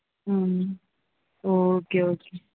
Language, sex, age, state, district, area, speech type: Tamil, female, 18-30, Tamil Nadu, Chennai, urban, conversation